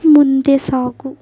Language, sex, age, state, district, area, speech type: Kannada, female, 18-30, Karnataka, Davanagere, rural, read